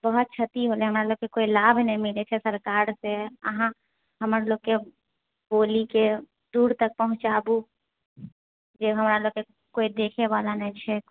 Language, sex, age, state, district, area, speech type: Maithili, female, 30-45, Bihar, Purnia, urban, conversation